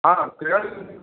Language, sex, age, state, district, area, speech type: Maithili, male, 45-60, Bihar, Araria, rural, conversation